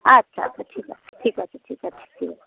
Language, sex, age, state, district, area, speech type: Bengali, female, 45-60, West Bengal, Hooghly, rural, conversation